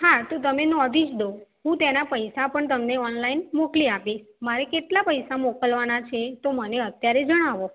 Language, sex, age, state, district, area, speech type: Gujarati, female, 45-60, Gujarat, Mehsana, rural, conversation